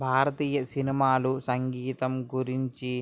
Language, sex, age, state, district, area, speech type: Telugu, male, 18-30, Andhra Pradesh, Srikakulam, urban, spontaneous